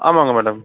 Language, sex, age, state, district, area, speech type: Tamil, male, 45-60, Tamil Nadu, Sivaganga, rural, conversation